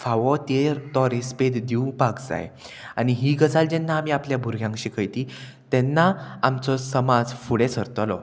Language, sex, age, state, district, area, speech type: Goan Konkani, male, 18-30, Goa, Murmgao, rural, spontaneous